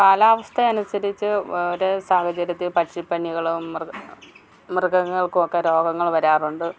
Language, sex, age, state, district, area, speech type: Malayalam, female, 60+, Kerala, Alappuzha, rural, spontaneous